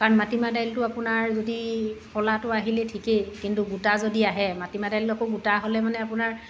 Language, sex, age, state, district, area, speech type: Assamese, female, 45-60, Assam, Dibrugarh, rural, spontaneous